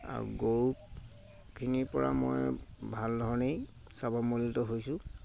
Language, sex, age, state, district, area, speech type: Assamese, male, 30-45, Assam, Sivasagar, rural, spontaneous